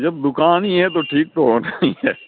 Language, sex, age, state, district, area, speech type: Urdu, male, 60+, Bihar, Supaul, rural, conversation